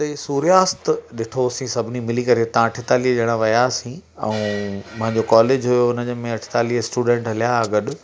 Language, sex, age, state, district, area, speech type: Sindhi, male, 45-60, Madhya Pradesh, Katni, rural, spontaneous